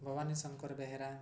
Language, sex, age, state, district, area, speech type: Odia, male, 18-30, Odisha, Mayurbhanj, rural, spontaneous